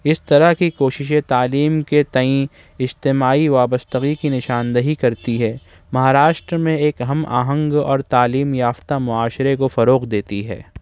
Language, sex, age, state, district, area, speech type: Urdu, male, 18-30, Maharashtra, Nashik, urban, spontaneous